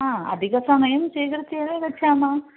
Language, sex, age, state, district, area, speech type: Sanskrit, female, 45-60, Kerala, Thrissur, urban, conversation